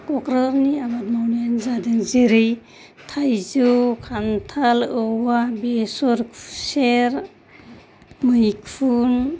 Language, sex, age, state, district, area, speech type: Bodo, female, 45-60, Assam, Kokrajhar, urban, spontaneous